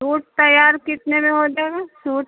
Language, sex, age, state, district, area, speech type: Urdu, female, 45-60, Uttar Pradesh, Rampur, urban, conversation